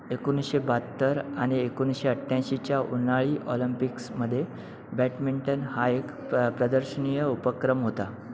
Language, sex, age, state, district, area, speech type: Marathi, male, 30-45, Maharashtra, Ratnagiri, urban, read